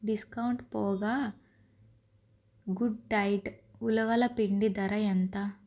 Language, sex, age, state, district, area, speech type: Telugu, female, 30-45, Andhra Pradesh, Guntur, urban, read